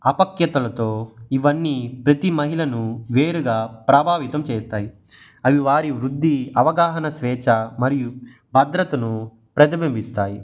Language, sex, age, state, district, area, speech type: Telugu, male, 18-30, Andhra Pradesh, Sri Balaji, rural, spontaneous